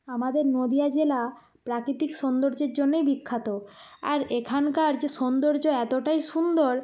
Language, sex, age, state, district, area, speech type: Bengali, female, 45-60, West Bengal, Nadia, rural, spontaneous